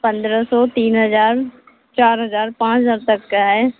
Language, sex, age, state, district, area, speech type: Hindi, female, 45-60, Uttar Pradesh, Mirzapur, urban, conversation